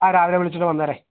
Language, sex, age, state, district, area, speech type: Malayalam, male, 30-45, Kerala, Idukki, rural, conversation